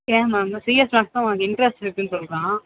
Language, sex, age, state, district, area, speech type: Tamil, male, 18-30, Tamil Nadu, Sivaganga, rural, conversation